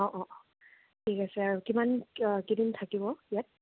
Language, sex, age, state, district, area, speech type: Assamese, female, 18-30, Assam, Dibrugarh, urban, conversation